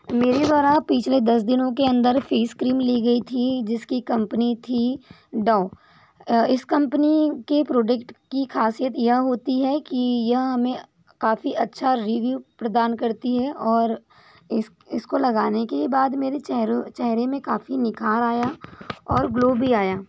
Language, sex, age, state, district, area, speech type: Hindi, female, 45-60, Madhya Pradesh, Balaghat, rural, spontaneous